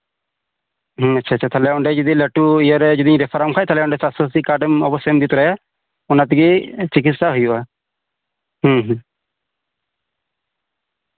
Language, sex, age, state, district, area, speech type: Santali, male, 18-30, West Bengal, Birbhum, rural, conversation